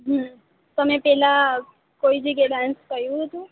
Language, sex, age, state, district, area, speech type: Gujarati, female, 18-30, Gujarat, Valsad, rural, conversation